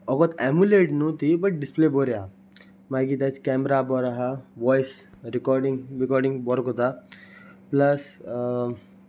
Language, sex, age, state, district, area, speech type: Goan Konkani, male, 18-30, Goa, Salcete, rural, spontaneous